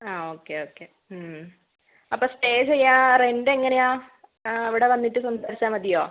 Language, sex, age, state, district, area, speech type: Malayalam, female, 60+, Kerala, Wayanad, rural, conversation